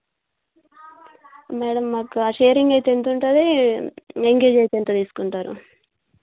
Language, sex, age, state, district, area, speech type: Telugu, female, 30-45, Telangana, Warangal, rural, conversation